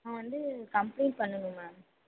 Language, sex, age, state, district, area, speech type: Tamil, female, 18-30, Tamil Nadu, Mayiladuthurai, rural, conversation